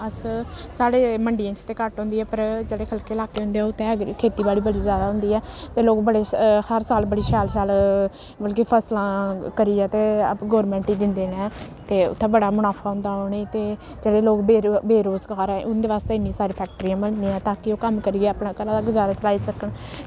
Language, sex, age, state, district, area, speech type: Dogri, female, 18-30, Jammu and Kashmir, Samba, rural, spontaneous